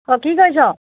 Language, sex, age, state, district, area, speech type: Assamese, female, 45-60, Assam, Jorhat, urban, conversation